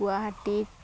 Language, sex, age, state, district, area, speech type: Assamese, female, 30-45, Assam, Udalguri, rural, spontaneous